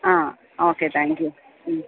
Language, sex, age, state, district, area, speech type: Malayalam, female, 30-45, Kerala, Kottayam, urban, conversation